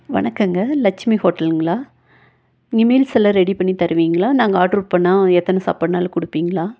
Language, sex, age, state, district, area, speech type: Tamil, female, 45-60, Tamil Nadu, Nilgiris, urban, spontaneous